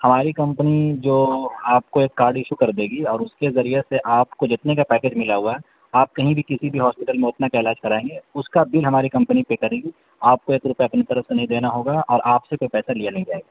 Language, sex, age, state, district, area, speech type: Urdu, male, 18-30, Uttar Pradesh, Saharanpur, urban, conversation